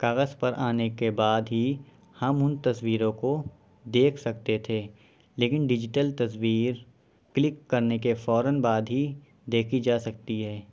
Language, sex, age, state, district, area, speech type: Urdu, male, 18-30, Uttar Pradesh, Shahjahanpur, rural, spontaneous